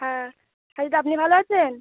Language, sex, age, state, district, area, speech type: Bengali, female, 18-30, West Bengal, Uttar Dinajpur, urban, conversation